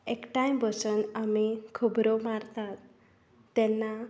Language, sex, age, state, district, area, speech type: Goan Konkani, female, 30-45, Goa, Tiswadi, rural, spontaneous